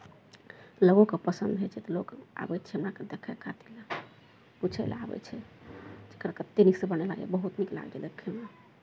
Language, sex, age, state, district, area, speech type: Maithili, female, 30-45, Bihar, Araria, rural, spontaneous